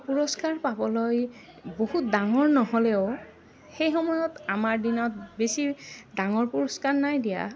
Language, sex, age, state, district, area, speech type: Assamese, female, 30-45, Assam, Goalpara, urban, spontaneous